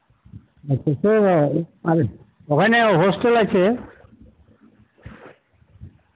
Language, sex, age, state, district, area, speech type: Bengali, male, 60+, West Bengal, Murshidabad, rural, conversation